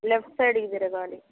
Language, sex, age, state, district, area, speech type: Telugu, female, 18-30, Andhra Pradesh, Guntur, rural, conversation